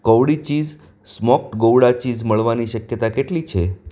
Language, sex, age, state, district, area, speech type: Gujarati, male, 45-60, Gujarat, Anand, urban, read